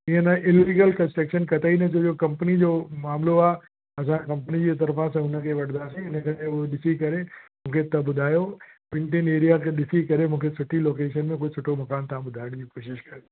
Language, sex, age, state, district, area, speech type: Sindhi, male, 60+, Uttar Pradesh, Lucknow, urban, conversation